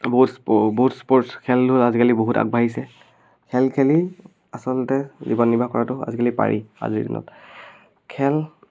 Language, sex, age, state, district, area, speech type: Assamese, male, 18-30, Assam, Biswanath, rural, spontaneous